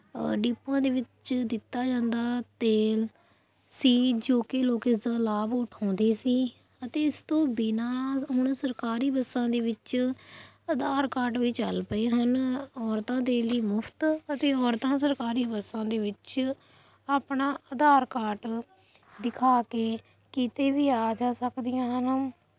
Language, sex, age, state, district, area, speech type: Punjabi, female, 18-30, Punjab, Fatehgarh Sahib, rural, spontaneous